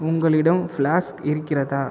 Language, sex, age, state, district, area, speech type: Tamil, male, 18-30, Tamil Nadu, Viluppuram, urban, read